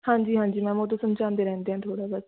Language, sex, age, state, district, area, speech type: Punjabi, female, 18-30, Punjab, Mohali, rural, conversation